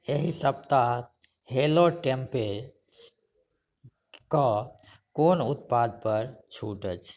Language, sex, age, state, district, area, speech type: Maithili, male, 45-60, Bihar, Saharsa, rural, read